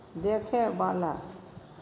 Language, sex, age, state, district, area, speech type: Maithili, female, 60+, Bihar, Madhepura, urban, read